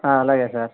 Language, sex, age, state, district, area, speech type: Telugu, male, 60+, Andhra Pradesh, Sri Balaji, urban, conversation